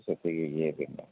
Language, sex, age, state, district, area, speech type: Odia, male, 45-60, Odisha, Sundergarh, rural, conversation